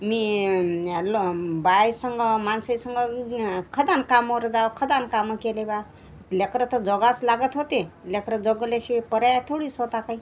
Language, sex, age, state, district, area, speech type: Marathi, female, 45-60, Maharashtra, Washim, rural, spontaneous